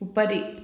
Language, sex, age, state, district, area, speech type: Sanskrit, female, 45-60, Karnataka, Uttara Kannada, urban, read